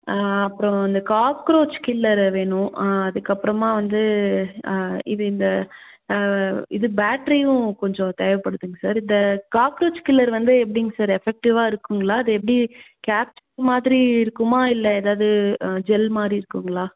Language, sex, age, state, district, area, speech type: Tamil, female, 18-30, Tamil Nadu, Krishnagiri, rural, conversation